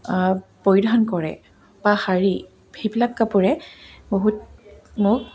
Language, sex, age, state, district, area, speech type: Assamese, female, 30-45, Assam, Dibrugarh, rural, spontaneous